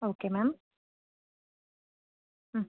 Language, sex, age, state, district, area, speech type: Kannada, female, 45-60, Karnataka, Chitradurga, rural, conversation